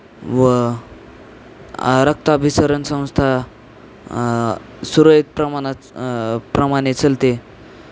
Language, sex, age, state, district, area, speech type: Marathi, male, 18-30, Maharashtra, Osmanabad, rural, spontaneous